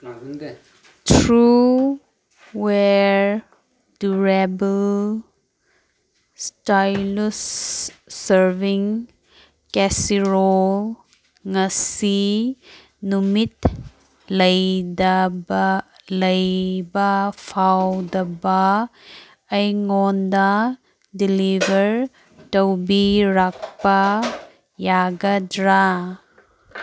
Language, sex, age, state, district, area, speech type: Manipuri, female, 18-30, Manipur, Kangpokpi, urban, read